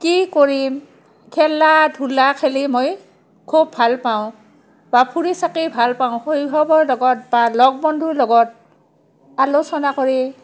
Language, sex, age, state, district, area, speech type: Assamese, female, 45-60, Assam, Barpeta, rural, spontaneous